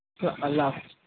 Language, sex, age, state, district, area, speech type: Urdu, male, 18-30, Maharashtra, Nashik, urban, conversation